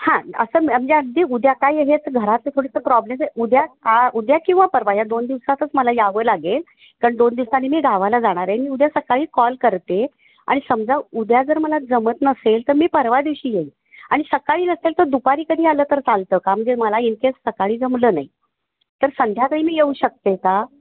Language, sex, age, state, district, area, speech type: Marathi, female, 60+, Maharashtra, Kolhapur, urban, conversation